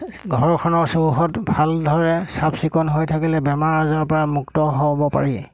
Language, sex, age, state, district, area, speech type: Assamese, male, 60+, Assam, Golaghat, rural, spontaneous